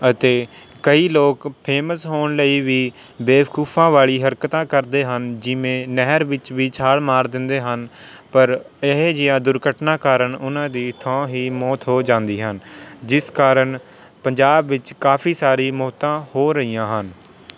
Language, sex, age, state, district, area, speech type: Punjabi, male, 18-30, Punjab, Rupnagar, urban, spontaneous